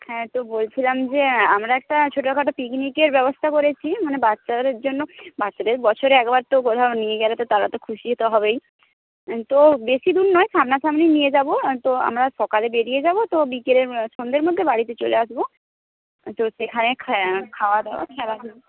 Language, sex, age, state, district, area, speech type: Bengali, female, 45-60, West Bengal, Jhargram, rural, conversation